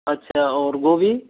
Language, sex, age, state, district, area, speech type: Hindi, male, 45-60, Rajasthan, Karauli, rural, conversation